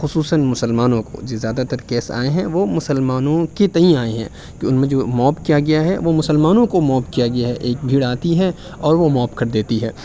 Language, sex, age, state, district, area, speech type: Urdu, male, 45-60, Uttar Pradesh, Aligarh, urban, spontaneous